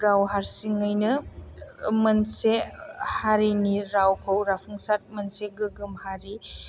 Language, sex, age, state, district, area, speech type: Bodo, female, 18-30, Assam, Chirang, urban, spontaneous